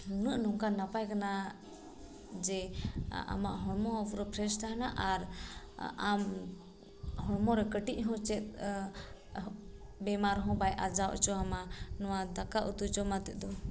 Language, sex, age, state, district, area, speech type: Santali, female, 18-30, Jharkhand, Seraikela Kharsawan, rural, spontaneous